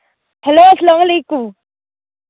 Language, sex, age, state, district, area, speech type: Kashmiri, female, 18-30, Jammu and Kashmir, Baramulla, rural, conversation